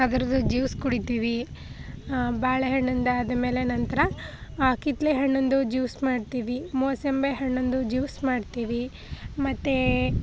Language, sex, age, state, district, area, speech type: Kannada, female, 18-30, Karnataka, Chamarajanagar, rural, spontaneous